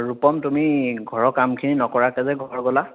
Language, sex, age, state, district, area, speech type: Assamese, male, 18-30, Assam, Biswanath, rural, conversation